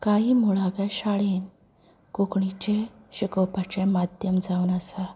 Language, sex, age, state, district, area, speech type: Goan Konkani, female, 30-45, Goa, Canacona, urban, spontaneous